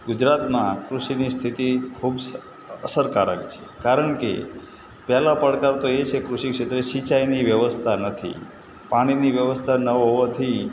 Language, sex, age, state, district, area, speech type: Gujarati, male, 60+, Gujarat, Morbi, urban, spontaneous